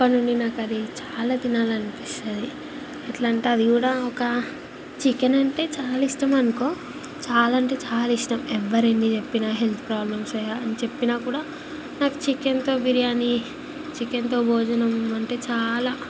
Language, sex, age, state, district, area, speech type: Telugu, female, 18-30, Telangana, Ranga Reddy, urban, spontaneous